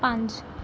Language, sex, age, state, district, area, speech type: Punjabi, female, 18-30, Punjab, Mohali, urban, read